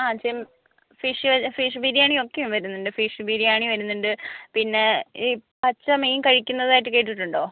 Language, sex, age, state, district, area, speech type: Malayalam, female, 45-60, Kerala, Kozhikode, urban, conversation